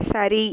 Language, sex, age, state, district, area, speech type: Tamil, female, 18-30, Tamil Nadu, Cuddalore, urban, read